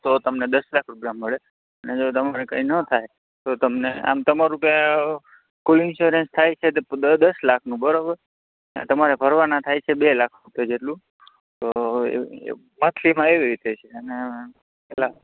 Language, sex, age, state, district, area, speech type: Gujarati, male, 18-30, Gujarat, Morbi, rural, conversation